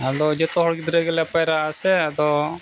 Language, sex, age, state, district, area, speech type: Santali, male, 45-60, Odisha, Mayurbhanj, rural, spontaneous